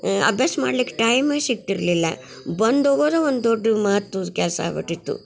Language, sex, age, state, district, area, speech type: Kannada, female, 60+, Karnataka, Gadag, rural, spontaneous